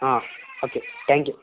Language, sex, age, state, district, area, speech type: Kannada, male, 18-30, Karnataka, Mysore, urban, conversation